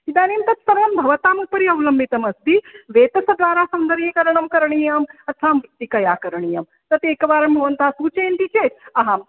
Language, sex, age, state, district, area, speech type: Sanskrit, female, 45-60, Maharashtra, Nagpur, urban, conversation